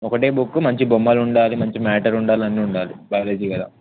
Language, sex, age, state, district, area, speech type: Telugu, male, 18-30, Telangana, Ranga Reddy, urban, conversation